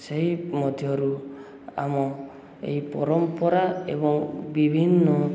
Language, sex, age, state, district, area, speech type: Odia, male, 18-30, Odisha, Subarnapur, urban, spontaneous